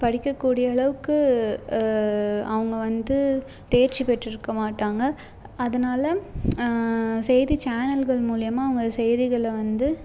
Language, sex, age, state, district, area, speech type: Tamil, female, 18-30, Tamil Nadu, Salem, urban, spontaneous